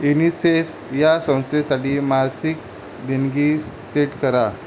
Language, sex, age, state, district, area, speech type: Marathi, male, 18-30, Maharashtra, Mumbai City, urban, read